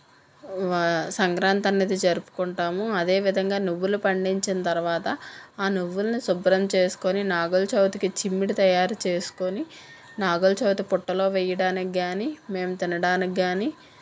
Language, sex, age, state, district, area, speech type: Telugu, female, 18-30, Telangana, Mancherial, rural, spontaneous